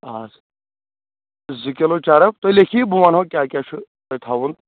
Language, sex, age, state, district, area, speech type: Kashmiri, male, 18-30, Jammu and Kashmir, Anantnag, rural, conversation